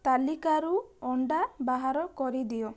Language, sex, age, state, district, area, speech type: Odia, female, 18-30, Odisha, Balasore, rural, read